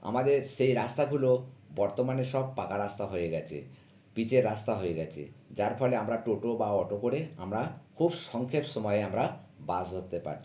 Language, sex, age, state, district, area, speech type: Bengali, male, 60+, West Bengal, North 24 Parganas, urban, spontaneous